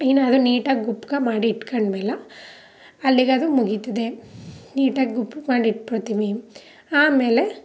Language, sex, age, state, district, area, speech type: Kannada, female, 18-30, Karnataka, Chamarajanagar, rural, spontaneous